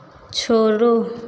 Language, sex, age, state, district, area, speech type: Hindi, female, 45-60, Bihar, Vaishali, urban, read